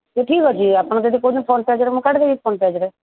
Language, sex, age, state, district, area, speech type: Odia, female, 45-60, Odisha, Sundergarh, rural, conversation